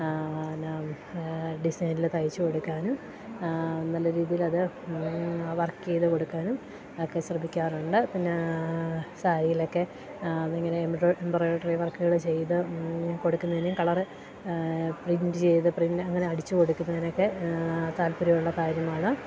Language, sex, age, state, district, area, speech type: Malayalam, female, 30-45, Kerala, Idukki, rural, spontaneous